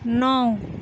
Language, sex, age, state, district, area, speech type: Nepali, female, 45-60, West Bengal, Darjeeling, rural, read